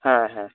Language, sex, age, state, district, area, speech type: Bengali, male, 45-60, West Bengal, Nadia, rural, conversation